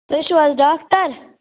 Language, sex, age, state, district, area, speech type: Kashmiri, female, 60+, Jammu and Kashmir, Budgam, rural, conversation